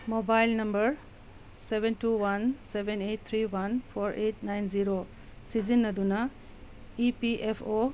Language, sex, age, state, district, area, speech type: Manipuri, female, 45-60, Manipur, Tengnoupal, urban, read